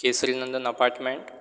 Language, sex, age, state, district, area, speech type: Gujarati, male, 18-30, Gujarat, Surat, rural, spontaneous